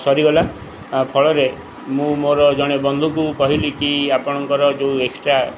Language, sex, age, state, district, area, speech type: Odia, male, 45-60, Odisha, Sundergarh, rural, spontaneous